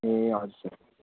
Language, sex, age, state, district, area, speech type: Nepali, male, 18-30, West Bengal, Darjeeling, rural, conversation